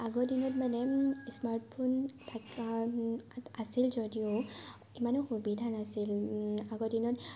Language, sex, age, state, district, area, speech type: Assamese, female, 18-30, Assam, Sivasagar, urban, spontaneous